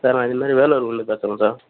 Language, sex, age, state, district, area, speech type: Tamil, male, 18-30, Tamil Nadu, Vellore, urban, conversation